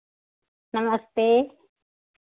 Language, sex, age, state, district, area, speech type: Hindi, female, 60+, Uttar Pradesh, Sitapur, rural, conversation